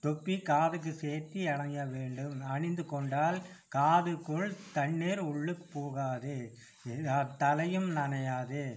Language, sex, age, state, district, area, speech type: Tamil, male, 60+, Tamil Nadu, Coimbatore, urban, spontaneous